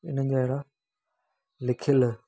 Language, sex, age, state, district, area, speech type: Sindhi, male, 18-30, Gujarat, Junagadh, urban, spontaneous